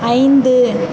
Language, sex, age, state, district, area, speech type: Tamil, female, 30-45, Tamil Nadu, Pudukkottai, rural, read